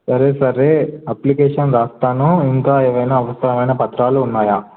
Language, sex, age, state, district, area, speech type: Telugu, male, 18-30, Telangana, Nizamabad, urban, conversation